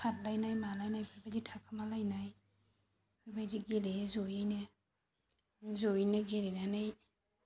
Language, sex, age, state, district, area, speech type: Bodo, female, 30-45, Assam, Chirang, rural, spontaneous